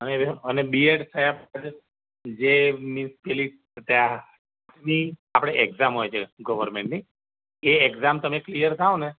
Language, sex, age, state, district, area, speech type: Gujarati, male, 45-60, Gujarat, Ahmedabad, urban, conversation